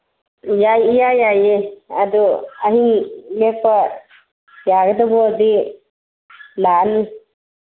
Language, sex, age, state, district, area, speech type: Manipuri, female, 45-60, Manipur, Churachandpur, urban, conversation